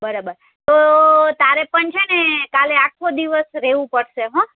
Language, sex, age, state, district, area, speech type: Gujarati, female, 30-45, Gujarat, Kheda, rural, conversation